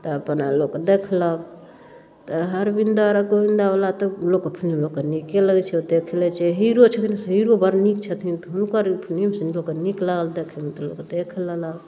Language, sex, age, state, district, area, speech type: Maithili, female, 30-45, Bihar, Darbhanga, rural, spontaneous